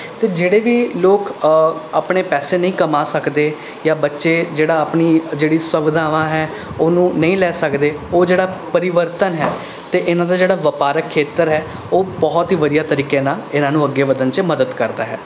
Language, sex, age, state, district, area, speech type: Punjabi, male, 18-30, Punjab, Rupnagar, urban, spontaneous